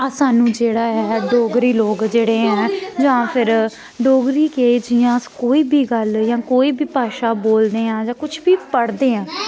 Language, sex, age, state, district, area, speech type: Dogri, female, 18-30, Jammu and Kashmir, Samba, urban, spontaneous